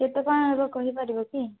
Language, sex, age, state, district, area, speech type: Odia, female, 18-30, Odisha, Malkangiri, rural, conversation